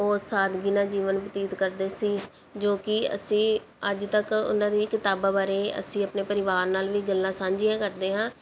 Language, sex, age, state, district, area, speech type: Punjabi, female, 18-30, Punjab, Pathankot, urban, spontaneous